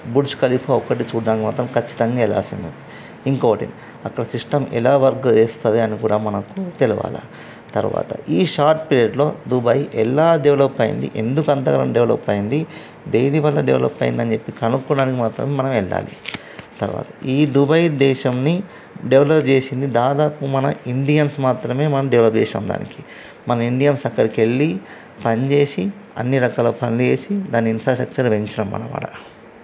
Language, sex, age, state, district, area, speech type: Telugu, male, 30-45, Telangana, Karimnagar, rural, spontaneous